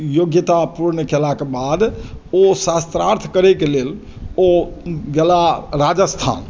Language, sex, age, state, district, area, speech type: Maithili, male, 60+, Bihar, Madhubani, urban, spontaneous